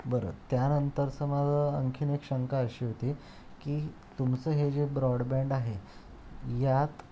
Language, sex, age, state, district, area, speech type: Marathi, male, 30-45, Maharashtra, Ratnagiri, urban, spontaneous